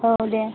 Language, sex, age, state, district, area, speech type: Bodo, male, 18-30, Assam, Chirang, rural, conversation